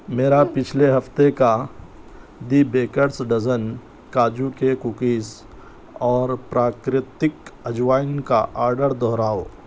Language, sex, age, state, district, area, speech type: Urdu, male, 45-60, Telangana, Hyderabad, urban, read